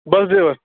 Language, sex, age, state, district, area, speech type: Kashmiri, male, 30-45, Jammu and Kashmir, Bandipora, rural, conversation